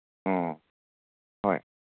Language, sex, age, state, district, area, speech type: Manipuri, male, 45-60, Manipur, Kangpokpi, urban, conversation